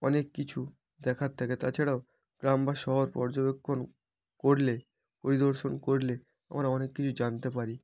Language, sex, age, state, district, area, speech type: Bengali, male, 18-30, West Bengal, North 24 Parganas, rural, spontaneous